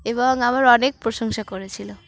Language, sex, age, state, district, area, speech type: Bengali, female, 18-30, West Bengal, Uttar Dinajpur, urban, spontaneous